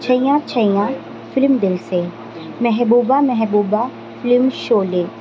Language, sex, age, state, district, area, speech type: Urdu, female, 30-45, Delhi, Central Delhi, urban, spontaneous